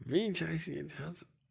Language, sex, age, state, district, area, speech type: Kashmiri, male, 30-45, Jammu and Kashmir, Bandipora, rural, spontaneous